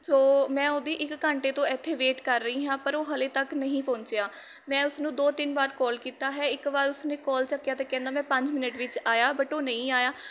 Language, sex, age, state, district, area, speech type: Punjabi, female, 18-30, Punjab, Mohali, rural, spontaneous